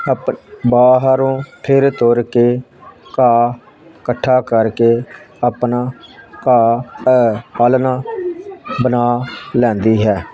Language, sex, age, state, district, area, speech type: Punjabi, male, 60+, Punjab, Hoshiarpur, rural, spontaneous